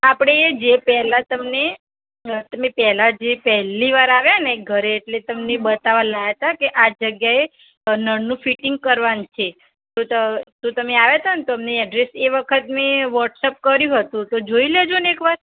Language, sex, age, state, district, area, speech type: Gujarati, female, 45-60, Gujarat, Mehsana, rural, conversation